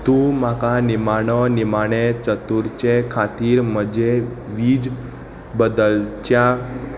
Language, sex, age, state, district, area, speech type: Goan Konkani, male, 18-30, Goa, Salcete, urban, read